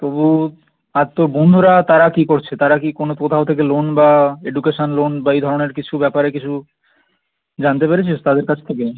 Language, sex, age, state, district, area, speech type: Bengali, male, 18-30, West Bengal, North 24 Parganas, urban, conversation